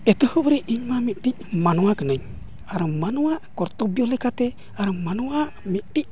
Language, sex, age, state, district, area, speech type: Santali, male, 45-60, Odisha, Mayurbhanj, rural, spontaneous